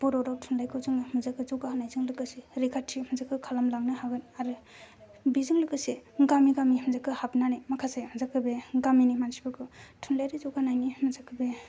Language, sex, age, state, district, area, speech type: Bodo, female, 18-30, Assam, Kokrajhar, rural, spontaneous